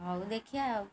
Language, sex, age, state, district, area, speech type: Odia, female, 45-60, Odisha, Kendrapara, urban, spontaneous